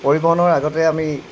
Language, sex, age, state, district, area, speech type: Assamese, male, 60+, Assam, Dibrugarh, rural, spontaneous